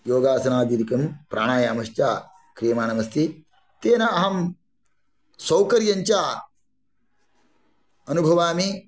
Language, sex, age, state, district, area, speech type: Sanskrit, male, 45-60, Karnataka, Shimoga, rural, spontaneous